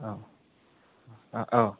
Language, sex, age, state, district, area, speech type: Bodo, male, 18-30, Assam, Kokrajhar, rural, conversation